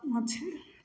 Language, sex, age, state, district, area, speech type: Maithili, female, 30-45, Bihar, Samastipur, rural, spontaneous